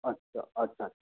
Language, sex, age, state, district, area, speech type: Hindi, male, 45-60, Madhya Pradesh, Jabalpur, urban, conversation